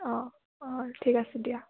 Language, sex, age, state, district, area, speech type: Assamese, female, 18-30, Assam, Tinsukia, urban, conversation